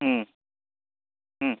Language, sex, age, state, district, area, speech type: Nepali, male, 45-60, West Bengal, Kalimpong, rural, conversation